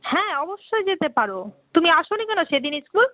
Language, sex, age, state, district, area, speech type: Bengali, female, 18-30, West Bengal, Malda, urban, conversation